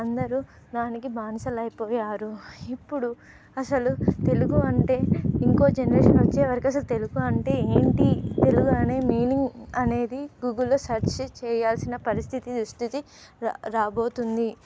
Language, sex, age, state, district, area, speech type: Telugu, female, 18-30, Telangana, Nizamabad, urban, spontaneous